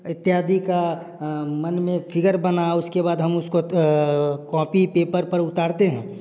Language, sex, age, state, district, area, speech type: Hindi, male, 30-45, Bihar, Samastipur, urban, spontaneous